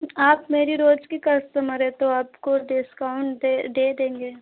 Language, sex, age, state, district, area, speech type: Hindi, female, 18-30, Uttar Pradesh, Azamgarh, urban, conversation